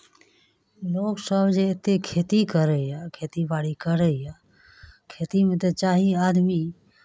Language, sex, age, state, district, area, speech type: Maithili, female, 30-45, Bihar, Araria, rural, spontaneous